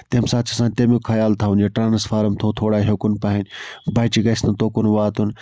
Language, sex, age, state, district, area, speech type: Kashmiri, male, 30-45, Jammu and Kashmir, Budgam, rural, spontaneous